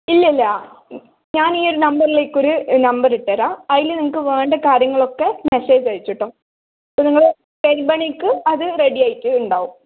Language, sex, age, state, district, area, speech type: Malayalam, female, 30-45, Kerala, Wayanad, rural, conversation